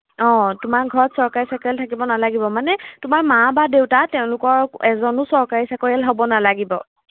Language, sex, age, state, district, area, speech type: Assamese, female, 18-30, Assam, Jorhat, urban, conversation